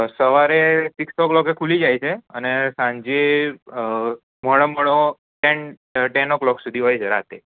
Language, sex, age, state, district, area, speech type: Gujarati, male, 18-30, Gujarat, Kheda, rural, conversation